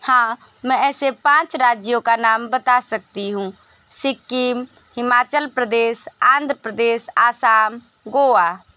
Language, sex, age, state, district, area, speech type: Hindi, female, 45-60, Uttar Pradesh, Sonbhadra, rural, spontaneous